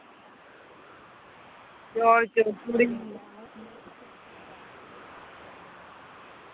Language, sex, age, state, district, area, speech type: Santali, female, 45-60, Jharkhand, Seraikela Kharsawan, rural, conversation